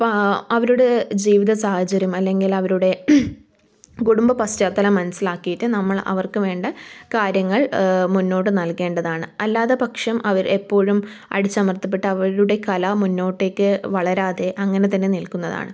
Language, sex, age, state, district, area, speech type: Malayalam, female, 18-30, Kerala, Kannur, rural, spontaneous